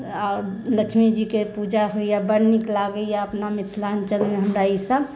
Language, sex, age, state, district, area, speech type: Maithili, female, 30-45, Bihar, Sitamarhi, urban, spontaneous